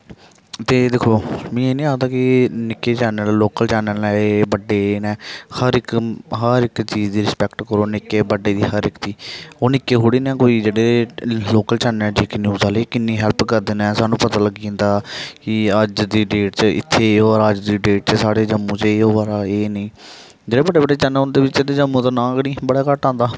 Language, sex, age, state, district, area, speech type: Dogri, male, 18-30, Jammu and Kashmir, Jammu, rural, spontaneous